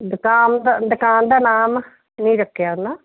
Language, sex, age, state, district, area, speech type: Punjabi, female, 45-60, Punjab, Firozpur, rural, conversation